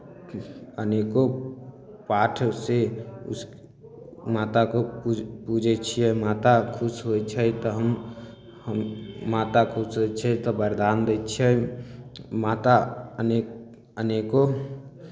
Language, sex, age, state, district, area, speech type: Maithili, male, 18-30, Bihar, Samastipur, rural, spontaneous